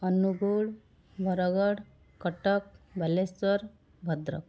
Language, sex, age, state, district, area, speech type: Odia, female, 30-45, Odisha, Cuttack, urban, spontaneous